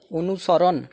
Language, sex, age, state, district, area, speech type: Bengali, male, 45-60, West Bengal, Paschim Medinipur, rural, read